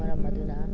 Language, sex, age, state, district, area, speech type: Manipuri, female, 60+, Manipur, Imphal East, rural, spontaneous